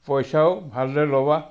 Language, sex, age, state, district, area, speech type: Assamese, male, 60+, Assam, Sivasagar, rural, spontaneous